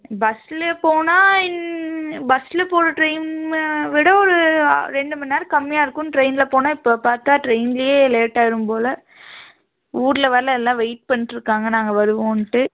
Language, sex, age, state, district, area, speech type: Tamil, female, 18-30, Tamil Nadu, Tiruppur, rural, conversation